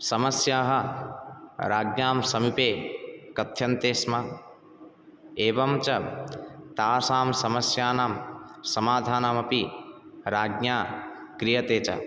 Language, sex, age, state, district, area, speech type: Sanskrit, male, 18-30, Odisha, Ganjam, rural, spontaneous